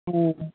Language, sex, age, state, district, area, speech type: Marathi, male, 18-30, Maharashtra, Nanded, rural, conversation